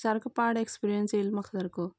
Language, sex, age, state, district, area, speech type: Goan Konkani, female, 30-45, Goa, Canacona, rural, spontaneous